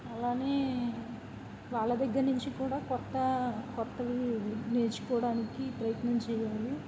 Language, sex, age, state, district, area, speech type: Telugu, female, 30-45, Andhra Pradesh, N T Rama Rao, urban, spontaneous